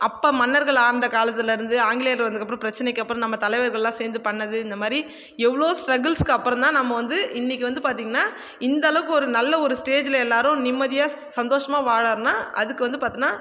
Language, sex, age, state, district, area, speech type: Tamil, female, 18-30, Tamil Nadu, Viluppuram, rural, spontaneous